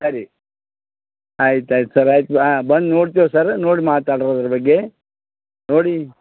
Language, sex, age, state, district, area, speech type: Kannada, male, 60+, Karnataka, Bidar, urban, conversation